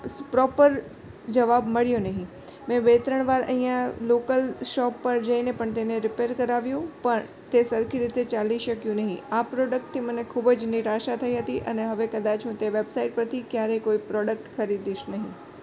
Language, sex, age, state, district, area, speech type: Gujarati, female, 18-30, Gujarat, Morbi, urban, spontaneous